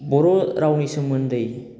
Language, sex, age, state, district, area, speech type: Bodo, male, 30-45, Assam, Baksa, urban, spontaneous